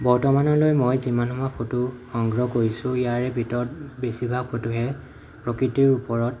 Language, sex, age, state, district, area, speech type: Assamese, male, 18-30, Assam, Morigaon, rural, spontaneous